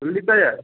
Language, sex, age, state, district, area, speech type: Bengali, male, 18-30, West Bengal, Paschim Medinipur, rural, conversation